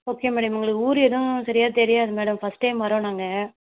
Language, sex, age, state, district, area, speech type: Tamil, female, 60+, Tamil Nadu, Sivaganga, rural, conversation